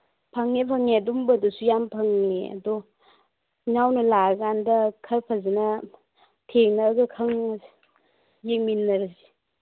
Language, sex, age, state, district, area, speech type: Manipuri, female, 30-45, Manipur, Churachandpur, urban, conversation